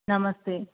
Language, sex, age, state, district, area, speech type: Hindi, female, 30-45, Rajasthan, Jodhpur, urban, conversation